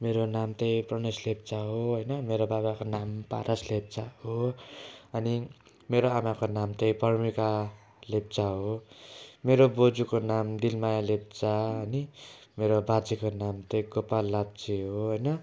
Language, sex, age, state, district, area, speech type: Nepali, male, 18-30, West Bengal, Jalpaiguri, rural, spontaneous